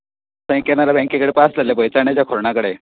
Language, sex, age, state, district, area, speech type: Goan Konkani, male, 60+, Goa, Bardez, rural, conversation